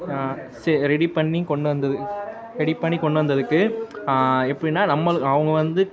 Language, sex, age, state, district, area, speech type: Tamil, male, 18-30, Tamil Nadu, Perambalur, urban, spontaneous